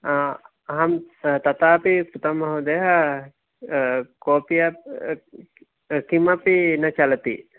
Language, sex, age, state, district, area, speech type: Sanskrit, male, 18-30, Karnataka, Mysore, rural, conversation